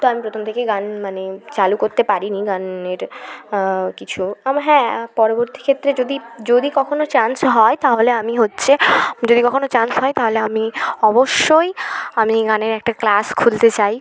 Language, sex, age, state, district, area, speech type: Bengali, female, 18-30, West Bengal, Bankura, urban, spontaneous